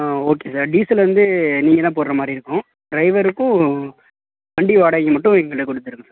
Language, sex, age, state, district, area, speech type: Tamil, male, 18-30, Tamil Nadu, Mayiladuthurai, urban, conversation